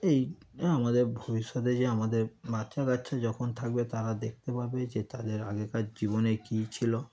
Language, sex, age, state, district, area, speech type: Bengali, male, 30-45, West Bengal, Darjeeling, rural, spontaneous